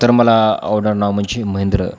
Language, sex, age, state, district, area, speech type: Marathi, male, 18-30, Maharashtra, Beed, rural, spontaneous